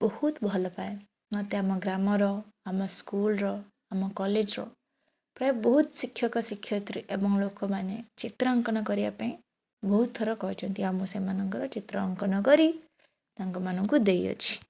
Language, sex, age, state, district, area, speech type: Odia, female, 18-30, Odisha, Jajpur, rural, spontaneous